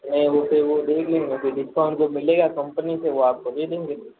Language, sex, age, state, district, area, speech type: Hindi, male, 45-60, Rajasthan, Jodhpur, urban, conversation